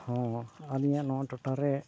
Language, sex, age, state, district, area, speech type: Santali, male, 60+, Jharkhand, East Singhbhum, rural, spontaneous